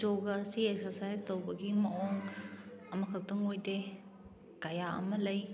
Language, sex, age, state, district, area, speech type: Manipuri, female, 30-45, Manipur, Kakching, rural, spontaneous